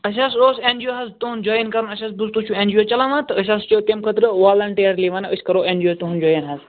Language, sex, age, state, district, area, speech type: Kashmiri, male, 45-60, Jammu and Kashmir, Budgam, rural, conversation